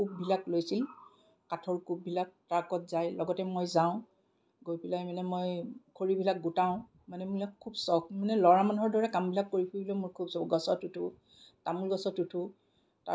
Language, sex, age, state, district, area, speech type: Assamese, female, 45-60, Assam, Kamrup Metropolitan, urban, spontaneous